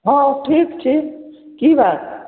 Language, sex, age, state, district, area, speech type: Maithili, female, 60+, Bihar, Samastipur, rural, conversation